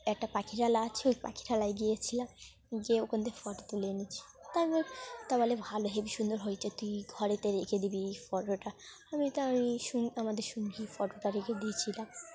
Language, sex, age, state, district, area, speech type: Bengali, female, 18-30, West Bengal, Dakshin Dinajpur, urban, spontaneous